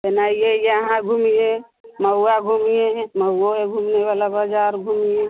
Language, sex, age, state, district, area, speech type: Hindi, female, 45-60, Bihar, Vaishali, rural, conversation